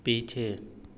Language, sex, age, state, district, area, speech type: Hindi, male, 30-45, Uttar Pradesh, Azamgarh, rural, read